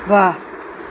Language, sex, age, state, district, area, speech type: Gujarati, female, 45-60, Gujarat, Kheda, rural, read